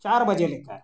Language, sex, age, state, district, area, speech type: Santali, male, 60+, Jharkhand, Bokaro, rural, spontaneous